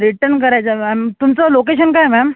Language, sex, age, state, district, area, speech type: Marathi, male, 18-30, Maharashtra, Thane, urban, conversation